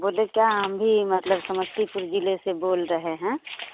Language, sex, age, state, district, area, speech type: Hindi, female, 30-45, Bihar, Samastipur, urban, conversation